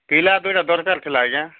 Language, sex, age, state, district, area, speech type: Odia, male, 45-60, Odisha, Nabarangpur, rural, conversation